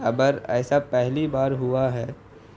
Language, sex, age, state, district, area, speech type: Urdu, male, 18-30, Bihar, Gaya, urban, spontaneous